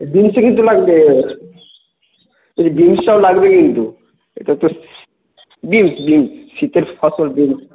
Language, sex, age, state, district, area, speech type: Bengali, male, 18-30, West Bengal, Bankura, urban, conversation